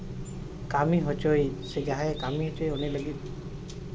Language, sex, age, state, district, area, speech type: Santali, male, 30-45, Jharkhand, East Singhbhum, rural, spontaneous